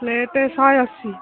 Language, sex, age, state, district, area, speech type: Odia, female, 18-30, Odisha, Kendrapara, urban, conversation